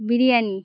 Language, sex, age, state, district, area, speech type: Bengali, female, 18-30, West Bengal, Birbhum, urban, spontaneous